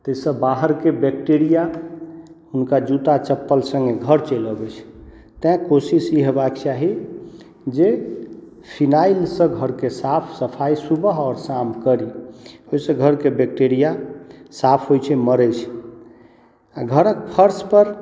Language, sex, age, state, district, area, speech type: Maithili, male, 30-45, Bihar, Madhubani, rural, spontaneous